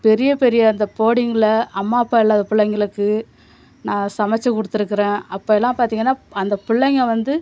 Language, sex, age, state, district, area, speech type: Tamil, female, 30-45, Tamil Nadu, Nagapattinam, urban, spontaneous